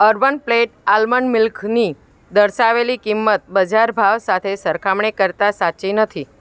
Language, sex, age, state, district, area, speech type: Gujarati, female, 45-60, Gujarat, Ahmedabad, urban, read